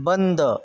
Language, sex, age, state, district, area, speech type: Marathi, male, 30-45, Maharashtra, Sindhudurg, rural, read